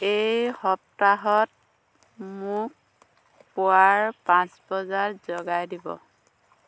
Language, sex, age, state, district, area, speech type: Assamese, female, 45-60, Assam, Dhemaji, rural, read